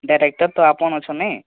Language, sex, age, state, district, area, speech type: Odia, male, 45-60, Odisha, Nuapada, urban, conversation